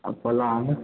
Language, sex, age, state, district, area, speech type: Maithili, male, 18-30, Bihar, Begusarai, rural, conversation